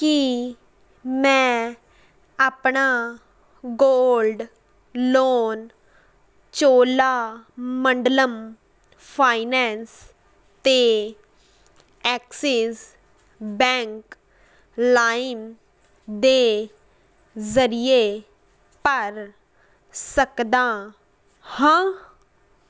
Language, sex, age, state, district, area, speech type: Punjabi, female, 18-30, Punjab, Fazilka, rural, read